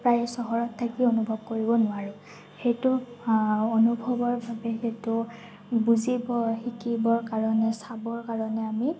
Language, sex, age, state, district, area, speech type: Assamese, female, 30-45, Assam, Morigaon, rural, spontaneous